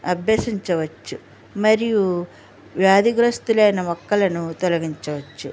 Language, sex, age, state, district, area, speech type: Telugu, female, 60+, Andhra Pradesh, West Godavari, rural, spontaneous